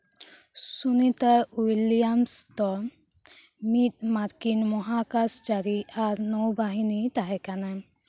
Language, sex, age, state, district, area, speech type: Santali, female, 18-30, West Bengal, Bankura, rural, spontaneous